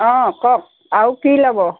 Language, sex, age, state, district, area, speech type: Assamese, female, 60+, Assam, Golaghat, rural, conversation